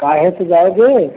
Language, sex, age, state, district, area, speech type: Hindi, male, 45-60, Uttar Pradesh, Lucknow, rural, conversation